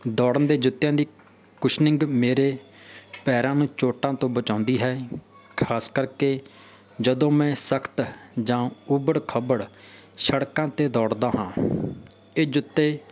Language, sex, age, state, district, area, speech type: Punjabi, male, 30-45, Punjab, Faridkot, urban, spontaneous